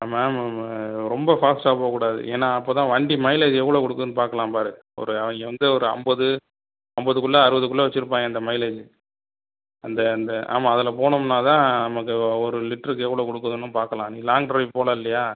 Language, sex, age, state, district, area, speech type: Tamil, male, 30-45, Tamil Nadu, Pudukkottai, rural, conversation